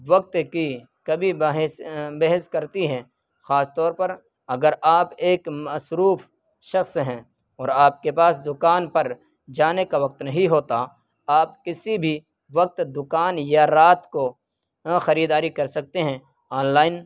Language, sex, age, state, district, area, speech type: Urdu, male, 18-30, Uttar Pradesh, Saharanpur, urban, spontaneous